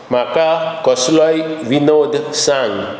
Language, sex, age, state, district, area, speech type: Goan Konkani, male, 60+, Goa, Bardez, rural, read